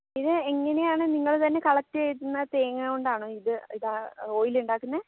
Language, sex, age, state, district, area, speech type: Malayalam, other, 18-30, Kerala, Kozhikode, urban, conversation